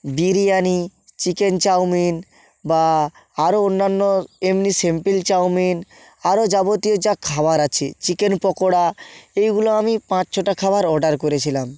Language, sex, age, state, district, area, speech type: Bengali, male, 30-45, West Bengal, North 24 Parganas, rural, spontaneous